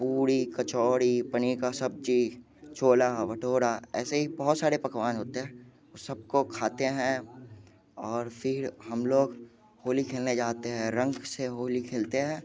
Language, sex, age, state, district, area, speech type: Hindi, male, 18-30, Bihar, Muzaffarpur, rural, spontaneous